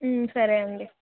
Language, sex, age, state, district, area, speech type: Telugu, female, 18-30, Andhra Pradesh, Anakapalli, urban, conversation